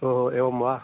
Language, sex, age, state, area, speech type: Sanskrit, male, 18-30, Uttarakhand, urban, conversation